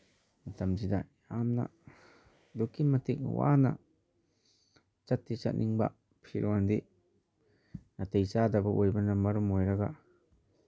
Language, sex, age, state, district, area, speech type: Manipuri, male, 30-45, Manipur, Imphal East, rural, spontaneous